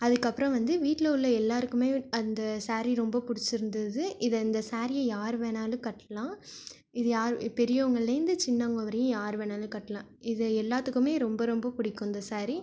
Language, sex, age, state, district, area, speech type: Tamil, female, 18-30, Tamil Nadu, Ariyalur, rural, spontaneous